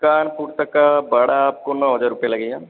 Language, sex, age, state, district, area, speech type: Hindi, male, 18-30, Uttar Pradesh, Azamgarh, rural, conversation